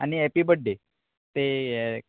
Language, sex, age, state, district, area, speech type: Goan Konkani, male, 18-30, Goa, Murmgao, urban, conversation